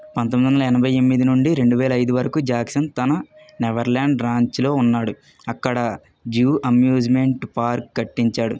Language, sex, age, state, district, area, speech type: Telugu, male, 45-60, Andhra Pradesh, Kakinada, urban, spontaneous